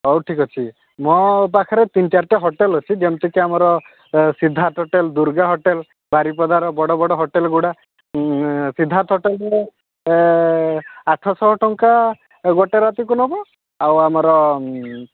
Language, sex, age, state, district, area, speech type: Odia, male, 18-30, Odisha, Mayurbhanj, rural, conversation